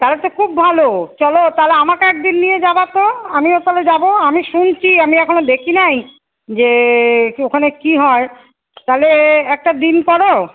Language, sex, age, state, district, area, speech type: Bengali, female, 30-45, West Bengal, Alipurduar, rural, conversation